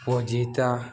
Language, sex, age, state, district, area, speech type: Odia, male, 18-30, Odisha, Balangir, urban, spontaneous